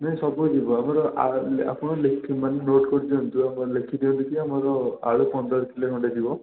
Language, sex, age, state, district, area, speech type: Odia, male, 30-45, Odisha, Puri, urban, conversation